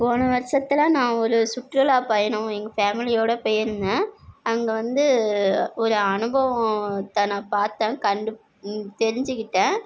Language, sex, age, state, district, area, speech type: Tamil, female, 30-45, Tamil Nadu, Nagapattinam, rural, spontaneous